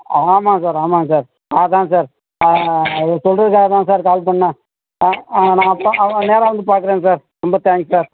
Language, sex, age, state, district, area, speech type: Tamil, male, 60+, Tamil Nadu, Thanjavur, rural, conversation